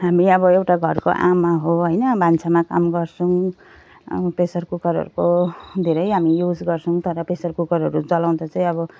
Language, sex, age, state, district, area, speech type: Nepali, female, 45-60, West Bengal, Jalpaiguri, urban, spontaneous